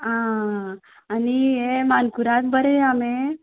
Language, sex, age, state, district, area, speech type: Goan Konkani, female, 18-30, Goa, Ponda, rural, conversation